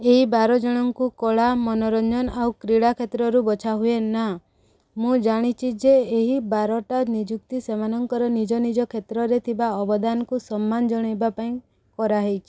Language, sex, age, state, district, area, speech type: Odia, female, 18-30, Odisha, Subarnapur, urban, read